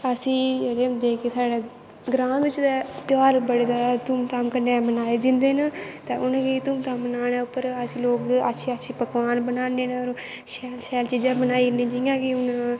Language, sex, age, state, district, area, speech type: Dogri, female, 18-30, Jammu and Kashmir, Kathua, rural, spontaneous